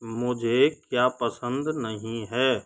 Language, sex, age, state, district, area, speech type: Hindi, male, 30-45, Rajasthan, Karauli, rural, read